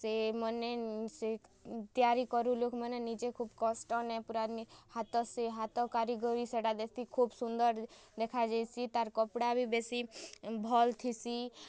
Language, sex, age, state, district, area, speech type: Odia, female, 18-30, Odisha, Kalahandi, rural, spontaneous